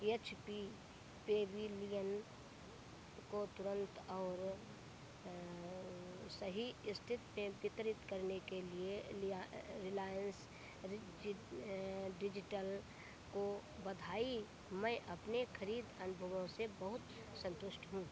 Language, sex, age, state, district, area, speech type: Hindi, female, 60+, Uttar Pradesh, Sitapur, rural, read